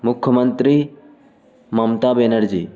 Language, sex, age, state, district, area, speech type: Urdu, male, 18-30, Bihar, Gaya, urban, spontaneous